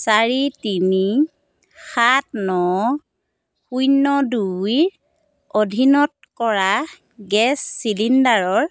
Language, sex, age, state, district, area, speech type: Assamese, female, 30-45, Assam, Dhemaji, rural, read